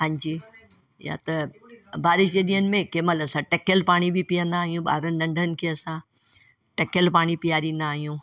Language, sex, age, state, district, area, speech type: Sindhi, female, 60+, Delhi, South Delhi, urban, spontaneous